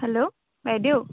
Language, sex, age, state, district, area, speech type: Assamese, female, 18-30, Assam, Morigaon, rural, conversation